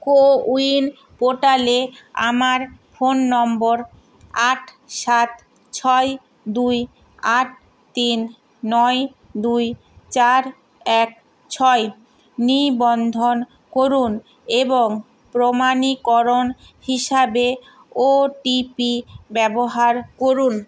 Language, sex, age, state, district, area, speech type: Bengali, female, 45-60, West Bengal, Nadia, rural, read